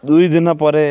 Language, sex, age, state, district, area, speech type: Odia, male, 30-45, Odisha, Kendrapara, urban, spontaneous